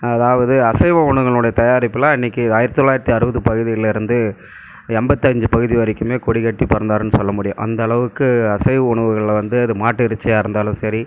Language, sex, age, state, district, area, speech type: Tamil, male, 45-60, Tamil Nadu, Krishnagiri, rural, spontaneous